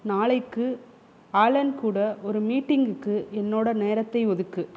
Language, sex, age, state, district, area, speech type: Tamil, female, 45-60, Tamil Nadu, Pudukkottai, rural, read